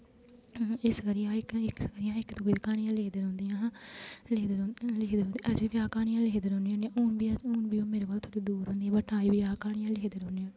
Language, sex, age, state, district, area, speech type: Dogri, female, 18-30, Jammu and Kashmir, Kathua, rural, spontaneous